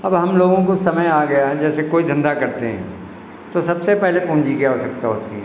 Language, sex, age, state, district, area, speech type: Hindi, male, 60+, Uttar Pradesh, Lucknow, rural, spontaneous